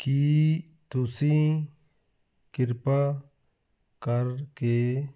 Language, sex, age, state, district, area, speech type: Punjabi, male, 45-60, Punjab, Fazilka, rural, read